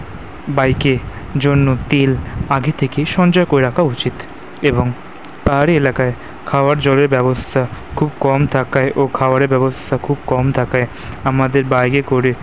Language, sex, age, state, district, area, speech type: Bengali, male, 18-30, West Bengal, Kolkata, urban, spontaneous